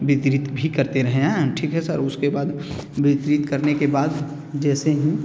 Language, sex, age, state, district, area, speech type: Hindi, male, 30-45, Uttar Pradesh, Bhadohi, urban, spontaneous